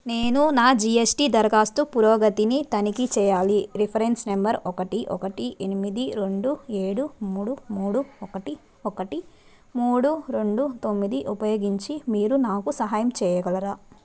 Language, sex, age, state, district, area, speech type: Telugu, female, 30-45, Andhra Pradesh, Nellore, urban, read